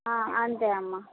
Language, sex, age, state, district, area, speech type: Telugu, female, 30-45, Andhra Pradesh, Palnadu, urban, conversation